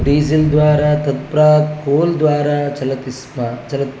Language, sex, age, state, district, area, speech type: Sanskrit, male, 30-45, Kerala, Kasaragod, rural, spontaneous